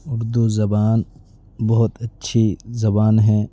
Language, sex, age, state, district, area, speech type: Urdu, male, 18-30, Delhi, East Delhi, urban, spontaneous